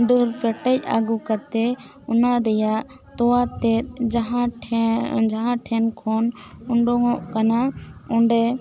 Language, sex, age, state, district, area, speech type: Santali, female, 18-30, West Bengal, Bankura, rural, spontaneous